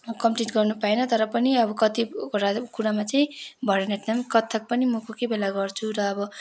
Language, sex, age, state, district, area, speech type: Nepali, female, 18-30, West Bengal, Kalimpong, rural, spontaneous